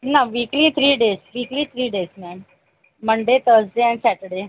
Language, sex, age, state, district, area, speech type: Marathi, female, 45-60, Maharashtra, Thane, urban, conversation